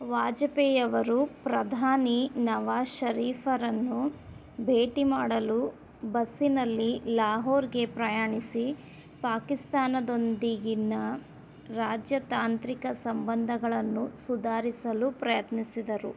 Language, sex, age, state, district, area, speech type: Kannada, female, 30-45, Karnataka, Bidar, urban, read